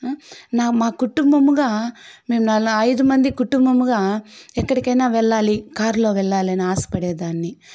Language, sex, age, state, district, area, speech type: Telugu, female, 45-60, Andhra Pradesh, Sri Balaji, rural, spontaneous